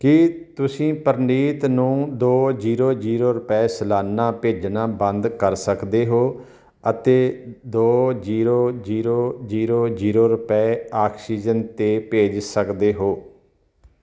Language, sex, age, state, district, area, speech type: Punjabi, male, 45-60, Punjab, Tarn Taran, rural, read